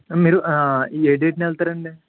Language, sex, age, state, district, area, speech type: Telugu, male, 60+, Andhra Pradesh, Kakinada, urban, conversation